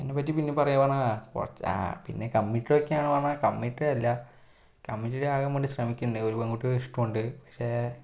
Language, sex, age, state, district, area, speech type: Malayalam, male, 18-30, Kerala, Palakkad, rural, spontaneous